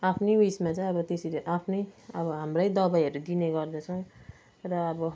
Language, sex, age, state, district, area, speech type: Nepali, female, 60+, West Bengal, Kalimpong, rural, spontaneous